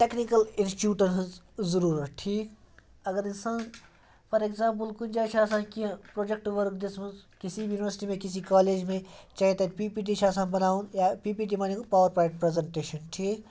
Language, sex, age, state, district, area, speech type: Kashmiri, male, 30-45, Jammu and Kashmir, Ganderbal, rural, spontaneous